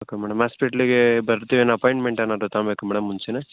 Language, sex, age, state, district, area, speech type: Kannada, male, 18-30, Karnataka, Tumkur, urban, conversation